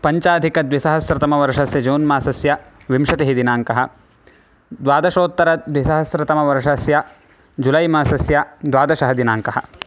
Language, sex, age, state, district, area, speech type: Sanskrit, male, 18-30, Karnataka, Chikkamagaluru, rural, spontaneous